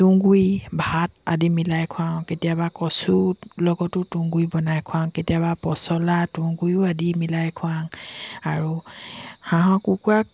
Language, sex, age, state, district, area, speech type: Assamese, female, 45-60, Assam, Dibrugarh, rural, spontaneous